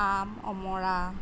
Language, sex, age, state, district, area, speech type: Assamese, female, 45-60, Assam, Sonitpur, urban, spontaneous